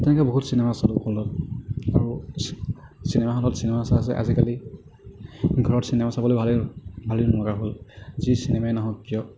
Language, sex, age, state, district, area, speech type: Assamese, male, 18-30, Assam, Kamrup Metropolitan, urban, spontaneous